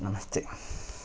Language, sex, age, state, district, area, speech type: Kannada, male, 30-45, Karnataka, Udupi, rural, spontaneous